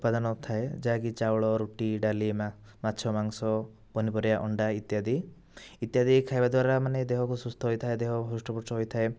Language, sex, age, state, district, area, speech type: Odia, male, 18-30, Odisha, Kandhamal, rural, spontaneous